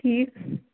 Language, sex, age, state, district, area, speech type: Kashmiri, female, 18-30, Jammu and Kashmir, Bandipora, rural, conversation